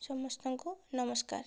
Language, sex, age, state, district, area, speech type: Odia, female, 18-30, Odisha, Balasore, rural, read